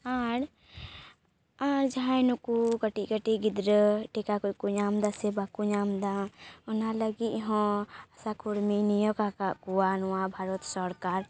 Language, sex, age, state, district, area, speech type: Santali, female, 18-30, West Bengal, Purba Bardhaman, rural, spontaneous